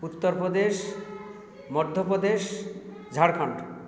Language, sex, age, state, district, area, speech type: Bengali, male, 60+, West Bengal, South 24 Parganas, rural, spontaneous